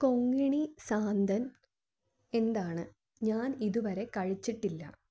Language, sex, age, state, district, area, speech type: Malayalam, female, 18-30, Kerala, Thiruvananthapuram, urban, read